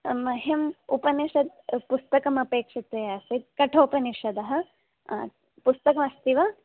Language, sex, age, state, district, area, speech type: Sanskrit, female, 18-30, Karnataka, Hassan, urban, conversation